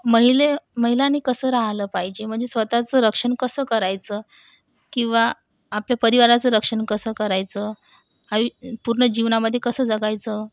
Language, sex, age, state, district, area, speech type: Marathi, female, 18-30, Maharashtra, Washim, urban, spontaneous